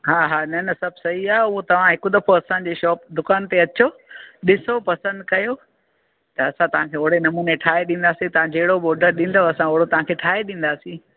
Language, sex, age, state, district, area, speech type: Sindhi, female, 45-60, Gujarat, Junagadh, rural, conversation